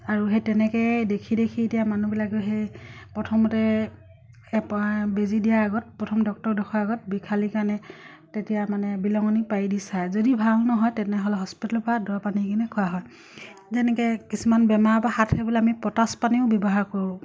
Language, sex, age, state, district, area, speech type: Assamese, female, 30-45, Assam, Dibrugarh, rural, spontaneous